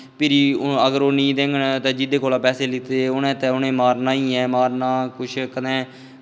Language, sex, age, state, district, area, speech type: Dogri, male, 18-30, Jammu and Kashmir, Kathua, rural, spontaneous